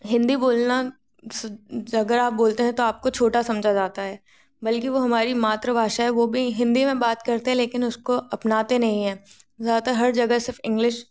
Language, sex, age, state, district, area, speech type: Hindi, female, 18-30, Madhya Pradesh, Gwalior, rural, spontaneous